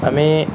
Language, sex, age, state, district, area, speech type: Assamese, male, 18-30, Assam, Lakhimpur, rural, spontaneous